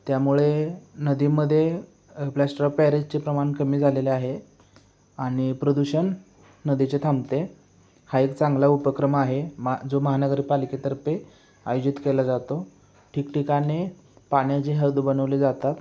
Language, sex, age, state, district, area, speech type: Marathi, male, 18-30, Maharashtra, Sangli, urban, spontaneous